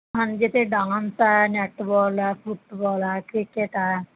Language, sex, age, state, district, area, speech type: Punjabi, female, 18-30, Punjab, Barnala, rural, conversation